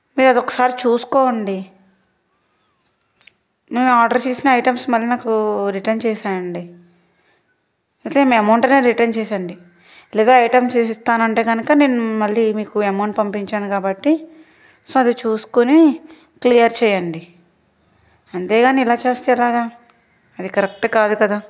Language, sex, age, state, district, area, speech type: Telugu, female, 18-30, Andhra Pradesh, Palnadu, urban, spontaneous